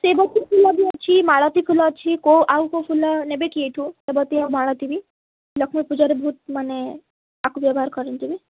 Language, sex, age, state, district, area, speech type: Odia, female, 18-30, Odisha, Kalahandi, rural, conversation